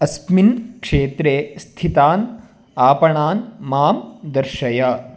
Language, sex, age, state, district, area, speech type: Sanskrit, male, 18-30, Karnataka, Chikkamagaluru, rural, read